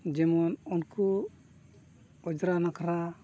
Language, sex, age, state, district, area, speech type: Santali, male, 45-60, Odisha, Mayurbhanj, rural, spontaneous